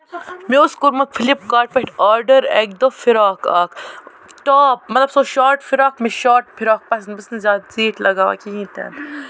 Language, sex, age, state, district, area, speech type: Kashmiri, female, 30-45, Jammu and Kashmir, Baramulla, rural, spontaneous